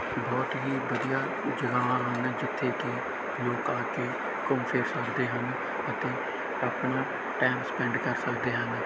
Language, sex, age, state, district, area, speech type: Punjabi, male, 18-30, Punjab, Bathinda, rural, spontaneous